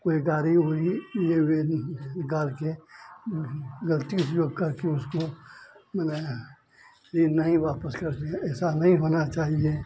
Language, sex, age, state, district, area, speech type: Hindi, male, 45-60, Bihar, Madhepura, rural, spontaneous